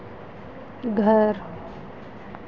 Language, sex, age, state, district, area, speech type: Hindi, female, 18-30, Madhya Pradesh, Harda, urban, read